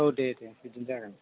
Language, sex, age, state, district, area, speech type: Bodo, male, 45-60, Assam, Chirang, urban, conversation